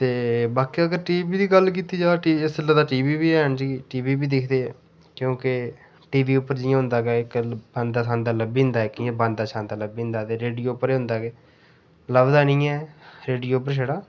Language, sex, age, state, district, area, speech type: Dogri, male, 30-45, Jammu and Kashmir, Udhampur, rural, spontaneous